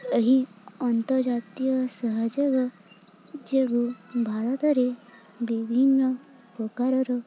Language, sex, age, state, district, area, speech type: Odia, female, 18-30, Odisha, Balangir, urban, spontaneous